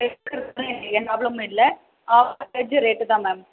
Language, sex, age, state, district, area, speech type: Tamil, female, 45-60, Tamil Nadu, Ranipet, urban, conversation